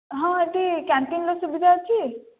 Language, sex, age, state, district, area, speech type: Odia, female, 18-30, Odisha, Jajpur, rural, conversation